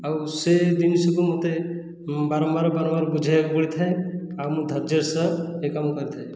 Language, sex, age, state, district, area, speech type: Odia, male, 30-45, Odisha, Khordha, rural, spontaneous